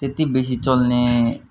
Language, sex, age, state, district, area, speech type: Nepali, male, 45-60, West Bengal, Darjeeling, rural, spontaneous